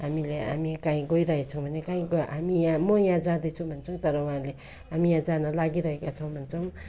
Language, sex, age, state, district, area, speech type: Nepali, female, 30-45, West Bengal, Darjeeling, rural, spontaneous